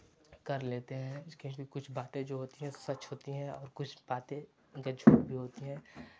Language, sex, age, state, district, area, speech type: Hindi, male, 18-30, Uttar Pradesh, Chandauli, rural, spontaneous